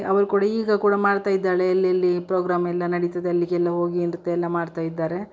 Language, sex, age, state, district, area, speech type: Kannada, female, 60+, Karnataka, Udupi, rural, spontaneous